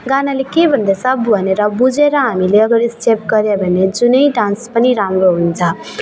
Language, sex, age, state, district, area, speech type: Nepali, female, 18-30, West Bengal, Alipurduar, urban, spontaneous